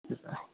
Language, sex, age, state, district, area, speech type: Marathi, male, 18-30, Maharashtra, Amravati, urban, conversation